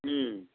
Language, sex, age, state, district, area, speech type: Tamil, male, 60+, Tamil Nadu, Tiruchirappalli, rural, conversation